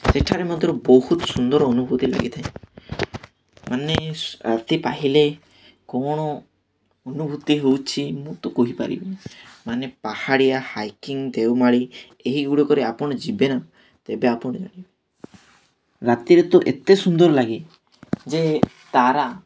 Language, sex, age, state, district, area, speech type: Odia, male, 18-30, Odisha, Nabarangpur, urban, spontaneous